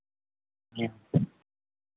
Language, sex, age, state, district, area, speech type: Maithili, male, 45-60, Bihar, Madhepura, rural, conversation